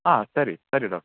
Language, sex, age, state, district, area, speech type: Kannada, male, 18-30, Karnataka, Shimoga, rural, conversation